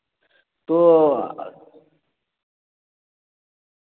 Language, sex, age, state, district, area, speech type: Urdu, male, 45-60, Bihar, Araria, rural, conversation